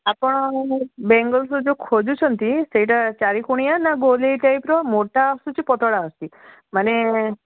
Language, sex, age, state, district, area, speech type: Odia, female, 60+, Odisha, Gajapati, rural, conversation